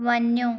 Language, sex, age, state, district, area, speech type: Sindhi, female, 18-30, Maharashtra, Thane, urban, read